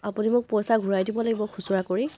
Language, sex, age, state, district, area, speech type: Assamese, female, 30-45, Assam, Charaideo, urban, spontaneous